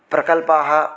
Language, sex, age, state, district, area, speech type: Sanskrit, male, 30-45, Telangana, Ranga Reddy, urban, spontaneous